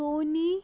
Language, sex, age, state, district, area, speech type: Kashmiri, female, 60+, Jammu and Kashmir, Bandipora, rural, spontaneous